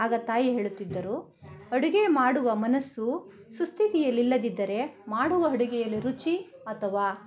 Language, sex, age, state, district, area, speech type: Kannada, female, 60+, Karnataka, Bangalore Rural, rural, spontaneous